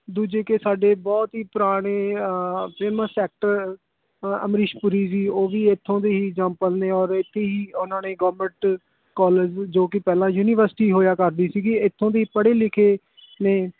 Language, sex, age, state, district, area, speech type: Punjabi, male, 30-45, Punjab, Hoshiarpur, urban, conversation